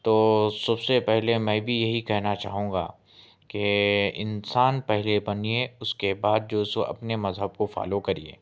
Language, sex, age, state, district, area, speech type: Urdu, male, 30-45, Telangana, Hyderabad, urban, spontaneous